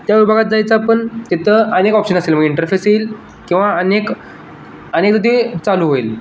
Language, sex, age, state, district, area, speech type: Marathi, male, 18-30, Maharashtra, Sangli, urban, spontaneous